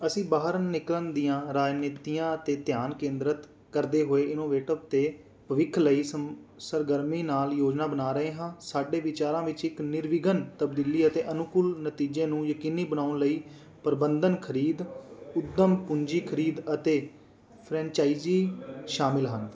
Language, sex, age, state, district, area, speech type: Punjabi, male, 18-30, Punjab, Fazilka, urban, read